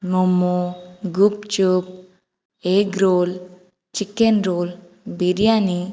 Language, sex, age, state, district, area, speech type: Odia, female, 45-60, Odisha, Jajpur, rural, spontaneous